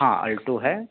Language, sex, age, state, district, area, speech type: Hindi, male, 30-45, Uttar Pradesh, Azamgarh, rural, conversation